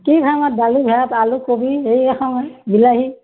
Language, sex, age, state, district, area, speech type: Assamese, female, 60+, Assam, Barpeta, rural, conversation